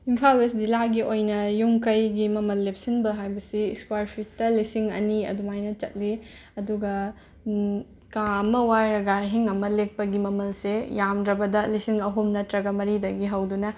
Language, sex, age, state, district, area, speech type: Manipuri, female, 45-60, Manipur, Imphal West, urban, spontaneous